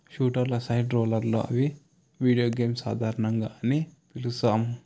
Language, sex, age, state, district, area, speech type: Telugu, male, 18-30, Telangana, Sangareddy, urban, spontaneous